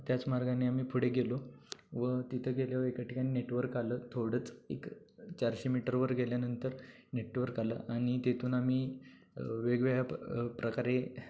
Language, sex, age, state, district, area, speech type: Marathi, male, 18-30, Maharashtra, Sangli, urban, spontaneous